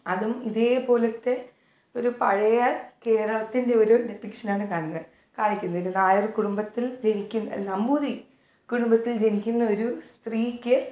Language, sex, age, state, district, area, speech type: Malayalam, female, 18-30, Kerala, Thiruvananthapuram, urban, spontaneous